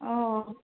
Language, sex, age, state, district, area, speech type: Assamese, female, 18-30, Assam, Majuli, urban, conversation